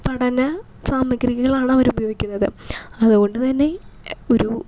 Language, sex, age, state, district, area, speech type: Malayalam, female, 18-30, Kerala, Thrissur, rural, spontaneous